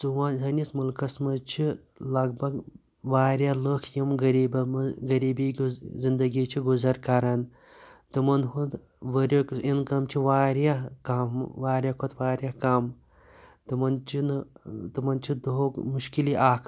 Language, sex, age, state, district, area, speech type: Kashmiri, male, 30-45, Jammu and Kashmir, Pulwama, rural, spontaneous